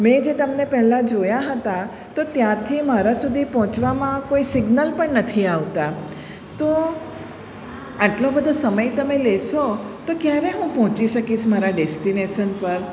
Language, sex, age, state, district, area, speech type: Gujarati, female, 45-60, Gujarat, Surat, urban, spontaneous